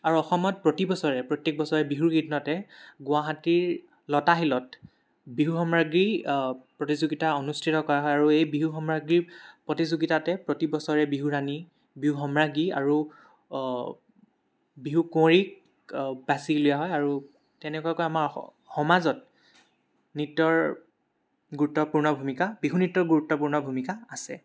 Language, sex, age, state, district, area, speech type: Assamese, male, 18-30, Assam, Charaideo, urban, spontaneous